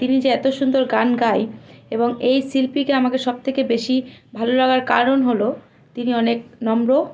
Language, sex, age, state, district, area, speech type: Bengali, female, 18-30, West Bengal, Malda, rural, spontaneous